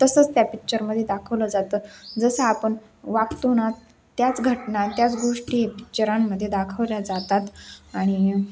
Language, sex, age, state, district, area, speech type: Marathi, female, 18-30, Maharashtra, Ahmednagar, rural, spontaneous